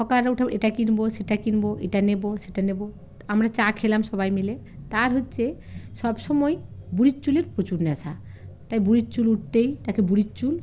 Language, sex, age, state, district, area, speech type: Bengali, female, 45-60, West Bengal, Jalpaiguri, rural, spontaneous